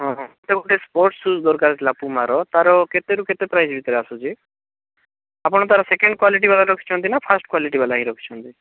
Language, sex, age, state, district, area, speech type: Odia, male, 45-60, Odisha, Bhadrak, rural, conversation